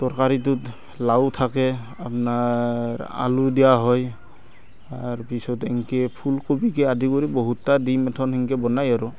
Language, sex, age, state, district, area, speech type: Assamese, male, 30-45, Assam, Barpeta, rural, spontaneous